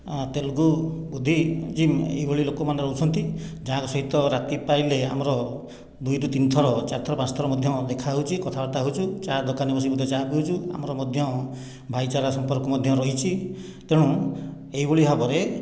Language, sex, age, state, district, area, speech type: Odia, male, 60+, Odisha, Khordha, rural, spontaneous